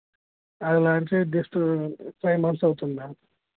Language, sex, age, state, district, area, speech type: Telugu, male, 18-30, Telangana, Jagtial, urban, conversation